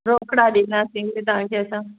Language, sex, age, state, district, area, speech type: Sindhi, female, 60+, Maharashtra, Thane, urban, conversation